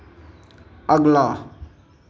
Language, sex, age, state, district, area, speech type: Dogri, male, 18-30, Jammu and Kashmir, Kathua, rural, read